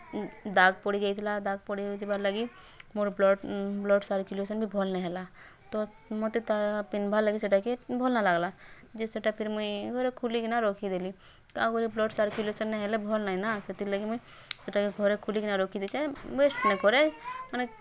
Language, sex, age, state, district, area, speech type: Odia, female, 18-30, Odisha, Bargarh, rural, spontaneous